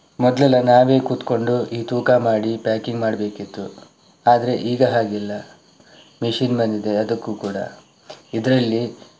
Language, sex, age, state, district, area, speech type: Kannada, male, 18-30, Karnataka, Shimoga, rural, spontaneous